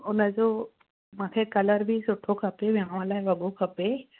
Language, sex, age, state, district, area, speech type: Sindhi, female, 45-60, Uttar Pradesh, Lucknow, urban, conversation